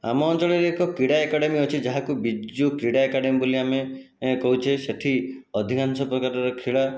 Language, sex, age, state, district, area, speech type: Odia, male, 45-60, Odisha, Jajpur, rural, spontaneous